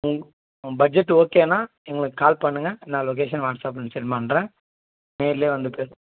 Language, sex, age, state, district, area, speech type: Tamil, male, 18-30, Tamil Nadu, Vellore, urban, conversation